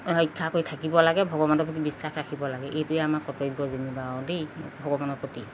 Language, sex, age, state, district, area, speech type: Assamese, female, 45-60, Assam, Golaghat, urban, spontaneous